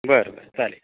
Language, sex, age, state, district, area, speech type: Marathi, male, 45-60, Maharashtra, Nashik, urban, conversation